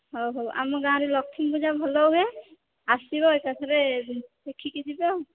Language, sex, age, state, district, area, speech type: Odia, female, 18-30, Odisha, Dhenkanal, rural, conversation